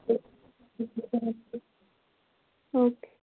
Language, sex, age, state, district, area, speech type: Kashmiri, female, 30-45, Jammu and Kashmir, Budgam, rural, conversation